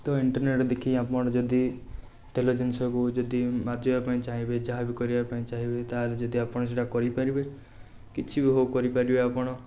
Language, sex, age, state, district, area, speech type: Odia, male, 18-30, Odisha, Rayagada, urban, spontaneous